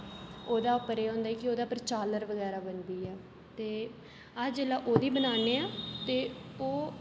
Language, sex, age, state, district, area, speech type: Dogri, female, 18-30, Jammu and Kashmir, Jammu, urban, spontaneous